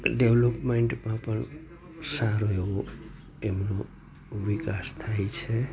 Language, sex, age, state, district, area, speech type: Gujarati, male, 45-60, Gujarat, Junagadh, rural, spontaneous